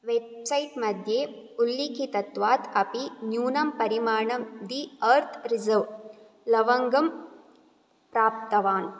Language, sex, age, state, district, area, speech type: Sanskrit, female, 18-30, Karnataka, Bangalore Rural, urban, read